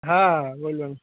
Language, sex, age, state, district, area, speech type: Bengali, male, 30-45, West Bengal, Darjeeling, urban, conversation